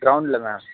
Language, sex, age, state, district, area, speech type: Tamil, male, 18-30, Tamil Nadu, Kallakurichi, rural, conversation